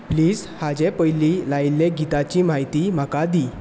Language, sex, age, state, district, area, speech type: Goan Konkani, male, 18-30, Goa, Bardez, rural, read